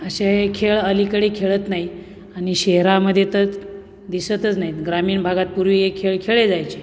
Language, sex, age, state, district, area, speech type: Marathi, male, 45-60, Maharashtra, Nashik, urban, spontaneous